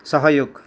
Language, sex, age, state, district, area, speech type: Nepali, male, 18-30, West Bengal, Darjeeling, rural, read